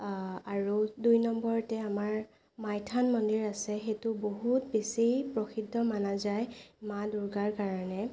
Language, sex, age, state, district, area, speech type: Assamese, female, 18-30, Assam, Sonitpur, rural, spontaneous